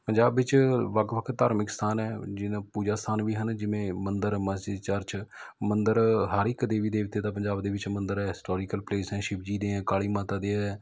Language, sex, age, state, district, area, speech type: Punjabi, male, 30-45, Punjab, Mohali, urban, spontaneous